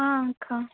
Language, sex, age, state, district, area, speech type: Telugu, female, 18-30, Telangana, Vikarabad, rural, conversation